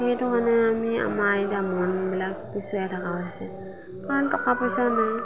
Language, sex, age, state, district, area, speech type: Assamese, female, 45-60, Assam, Morigaon, rural, spontaneous